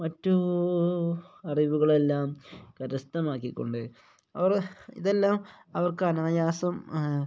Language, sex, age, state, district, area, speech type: Malayalam, male, 30-45, Kerala, Kozhikode, rural, spontaneous